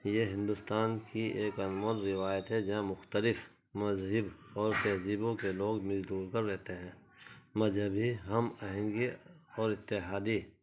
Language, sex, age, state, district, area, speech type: Urdu, male, 60+, Uttar Pradesh, Muzaffarnagar, urban, spontaneous